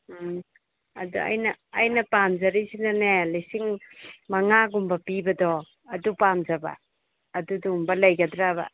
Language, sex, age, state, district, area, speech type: Manipuri, female, 30-45, Manipur, Imphal East, rural, conversation